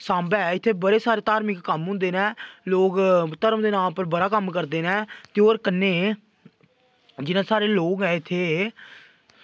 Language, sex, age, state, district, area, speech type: Dogri, male, 18-30, Jammu and Kashmir, Samba, rural, spontaneous